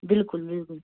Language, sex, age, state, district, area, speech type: Kashmiri, male, 18-30, Jammu and Kashmir, Kupwara, rural, conversation